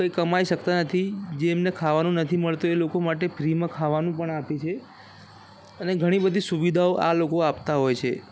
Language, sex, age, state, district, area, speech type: Gujarati, male, 18-30, Gujarat, Aravalli, urban, spontaneous